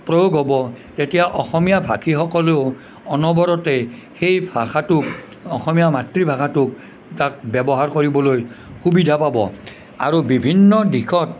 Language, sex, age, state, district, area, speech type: Assamese, male, 60+, Assam, Nalbari, rural, spontaneous